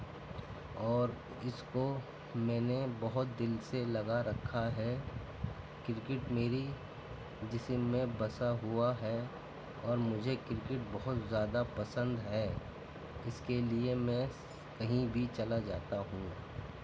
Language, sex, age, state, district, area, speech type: Urdu, male, 60+, Uttar Pradesh, Gautam Buddha Nagar, urban, spontaneous